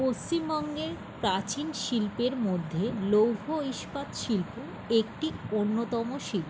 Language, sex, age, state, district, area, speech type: Bengali, female, 60+, West Bengal, Paschim Bardhaman, rural, spontaneous